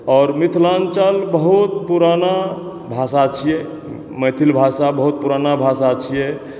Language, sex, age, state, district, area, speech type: Maithili, male, 30-45, Bihar, Supaul, rural, spontaneous